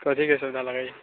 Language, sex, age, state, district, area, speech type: Maithili, male, 18-30, Bihar, Muzaffarpur, rural, conversation